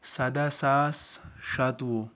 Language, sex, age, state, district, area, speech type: Kashmiri, male, 30-45, Jammu and Kashmir, Ganderbal, rural, spontaneous